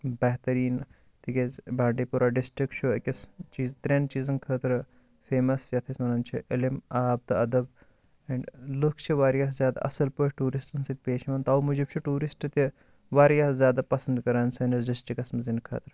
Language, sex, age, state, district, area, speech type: Kashmiri, male, 18-30, Jammu and Kashmir, Bandipora, rural, spontaneous